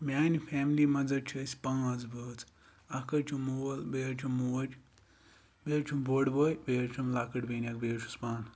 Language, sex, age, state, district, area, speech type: Kashmiri, male, 18-30, Jammu and Kashmir, Ganderbal, rural, spontaneous